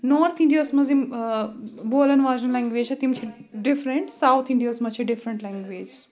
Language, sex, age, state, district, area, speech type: Kashmiri, female, 45-60, Jammu and Kashmir, Ganderbal, rural, spontaneous